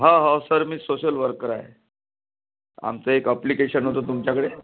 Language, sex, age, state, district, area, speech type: Marathi, male, 45-60, Maharashtra, Wardha, urban, conversation